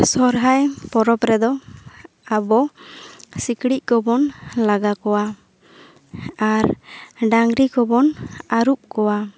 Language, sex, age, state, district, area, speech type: Santali, female, 18-30, West Bengal, Bankura, rural, spontaneous